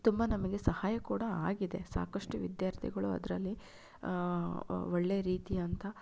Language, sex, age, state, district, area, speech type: Kannada, female, 30-45, Karnataka, Chitradurga, urban, spontaneous